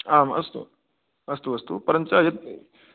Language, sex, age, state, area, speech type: Sanskrit, male, 18-30, Madhya Pradesh, rural, conversation